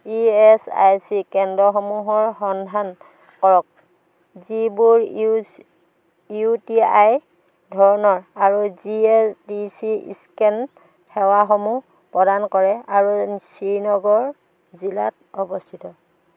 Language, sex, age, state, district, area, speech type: Assamese, female, 45-60, Assam, Dhemaji, rural, read